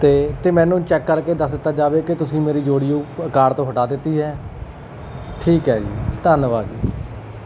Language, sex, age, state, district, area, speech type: Punjabi, male, 30-45, Punjab, Kapurthala, urban, spontaneous